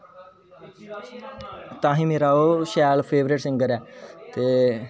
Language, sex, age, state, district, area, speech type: Dogri, male, 18-30, Jammu and Kashmir, Kathua, rural, spontaneous